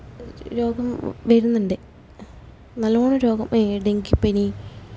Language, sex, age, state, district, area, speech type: Malayalam, female, 18-30, Kerala, Kasaragod, urban, spontaneous